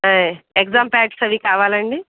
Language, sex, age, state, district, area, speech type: Telugu, female, 60+, Andhra Pradesh, Eluru, urban, conversation